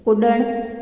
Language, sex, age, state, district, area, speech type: Sindhi, female, 45-60, Gujarat, Junagadh, urban, read